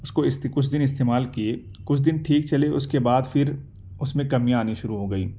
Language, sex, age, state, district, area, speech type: Urdu, male, 18-30, Delhi, Central Delhi, urban, spontaneous